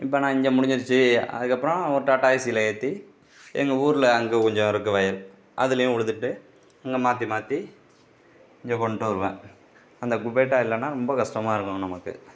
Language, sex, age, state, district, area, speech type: Tamil, male, 45-60, Tamil Nadu, Mayiladuthurai, urban, spontaneous